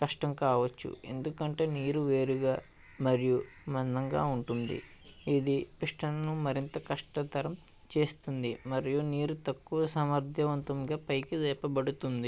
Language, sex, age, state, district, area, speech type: Telugu, male, 18-30, Andhra Pradesh, West Godavari, rural, spontaneous